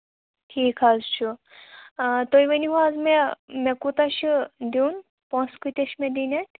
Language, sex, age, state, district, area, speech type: Kashmiri, female, 30-45, Jammu and Kashmir, Kulgam, rural, conversation